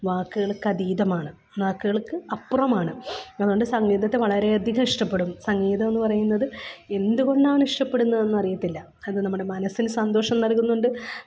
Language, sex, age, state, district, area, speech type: Malayalam, female, 30-45, Kerala, Alappuzha, rural, spontaneous